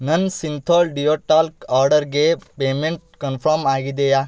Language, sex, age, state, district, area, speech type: Kannada, male, 18-30, Karnataka, Bidar, urban, read